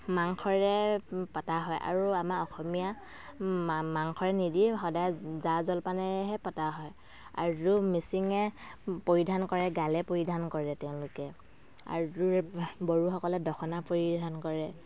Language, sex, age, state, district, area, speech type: Assamese, female, 45-60, Assam, Dhemaji, rural, spontaneous